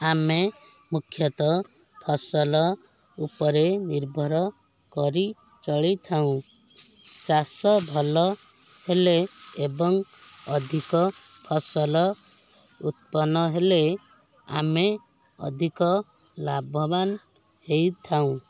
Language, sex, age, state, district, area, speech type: Odia, female, 45-60, Odisha, Kendujhar, urban, spontaneous